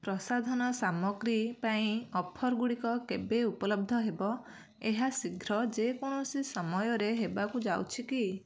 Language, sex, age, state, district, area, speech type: Odia, female, 18-30, Odisha, Kendujhar, urban, read